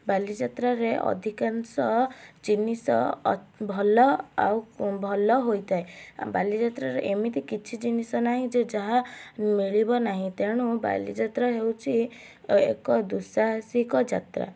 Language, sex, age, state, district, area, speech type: Odia, female, 18-30, Odisha, Cuttack, urban, spontaneous